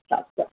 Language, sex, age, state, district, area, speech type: Maithili, male, 60+, Bihar, Madhubani, urban, conversation